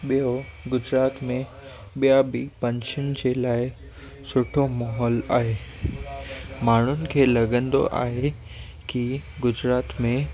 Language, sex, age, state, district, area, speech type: Sindhi, male, 18-30, Gujarat, Kutch, urban, spontaneous